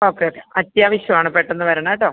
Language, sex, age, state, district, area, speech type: Malayalam, female, 45-60, Kerala, Kottayam, rural, conversation